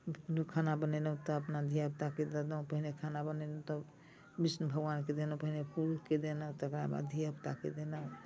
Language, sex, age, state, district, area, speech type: Maithili, female, 60+, Bihar, Muzaffarpur, rural, spontaneous